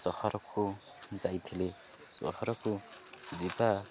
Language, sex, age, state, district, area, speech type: Odia, male, 18-30, Odisha, Jagatsinghpur, rural, spontaneous